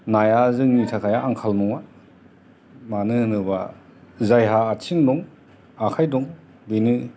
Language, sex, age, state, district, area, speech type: Bodo, male, 60+, Assam, Kokrajhar, urban, spontaneous